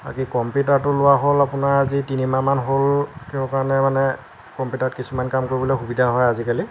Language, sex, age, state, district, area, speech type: Assamese, male, 30-45, Assam, Lakhimpur, rural, spontaneous